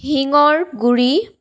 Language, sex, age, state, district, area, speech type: Assamese, female, 18-30, Assam, Sonitpur, rural, read